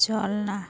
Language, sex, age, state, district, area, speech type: Bengali, female, 45-60, West Bengal, Dakshin Dinajpur, urban, spontaneous